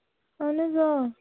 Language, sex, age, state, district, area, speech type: Kashmiri, female, 30-45, Jammu and Kashmir, Baramulla, rural, conversation